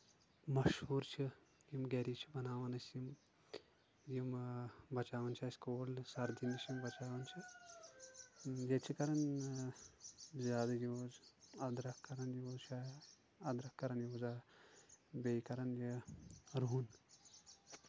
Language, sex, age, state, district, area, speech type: Kashmiri, male, 18-30, Jammu and Kashmir, Shopian, rural, spontaneous